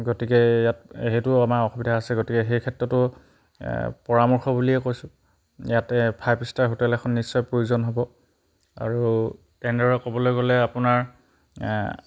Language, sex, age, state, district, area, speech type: Assamese, male, 30-45, Assam, Charaideo, rural, spontaneous